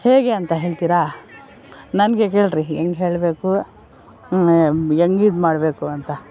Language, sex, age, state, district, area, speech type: Kannada, female, 60+, Karnataka, Bangalore Rural, rural, spontaneous